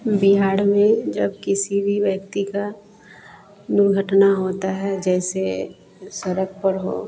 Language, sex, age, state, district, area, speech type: Hindi, female, 45-60, Bihar, Vaishali, urban, spontaneous